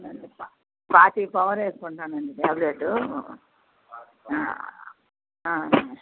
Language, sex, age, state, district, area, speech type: Telugu, female, 60+, Andhra Pradesh, Bapatla, urban, conversation